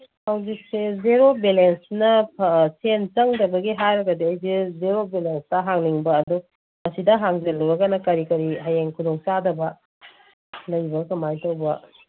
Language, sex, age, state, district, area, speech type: Manipuri, female, 45-60, Manipur, Kangpokpi, urban, conversation